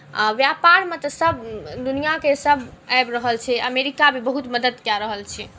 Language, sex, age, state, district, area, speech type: Maithili, female, 18-30, Bihar, Saharsa, rural, spontaneous